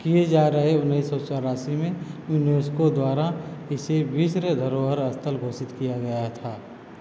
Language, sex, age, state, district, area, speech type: Hindi, male, 45-60, Uttar Pradesh, Azamgarh, rural, read